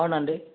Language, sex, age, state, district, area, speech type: Telugu, male, 18-30, Telangana, Mahbubnagar, urban, conversation